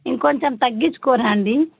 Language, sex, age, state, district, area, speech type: Telugu, female, 30-45, Andhra Pradesh, Chittoor, rural, conversation